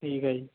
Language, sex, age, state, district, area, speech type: Punjabi, male, 30-45, Punjab, Fazilka, rural, conversation